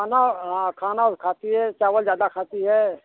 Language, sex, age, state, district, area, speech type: Hindi, male, 60+, Uttar Pradesh, Mirzapur, urban, conversation